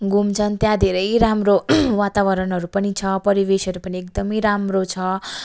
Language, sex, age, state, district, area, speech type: Nepali, female, 18-30, West Bengal, Darjeeling, rural, spontaneous